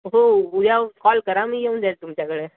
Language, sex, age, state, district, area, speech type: Marathi, male, 18-30, Maharashtra, Gadchiroli, rural, conversation